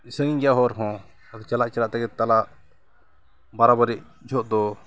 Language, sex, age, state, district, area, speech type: Santali, male, 45-60, Jharkhand, Bokaro, rural, spontaneous